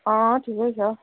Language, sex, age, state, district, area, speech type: Nepali, female, 30-45, West Bengal, Kalimpong, rural, conversation